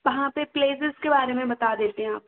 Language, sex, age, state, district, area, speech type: Hindi, female, 18-30, Madhya Pradesh, Chhindwara, urban, conversation